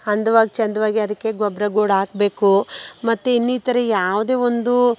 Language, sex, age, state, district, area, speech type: Kannada, female, 30-45, Karnataka, Mandya, rural, spontaneous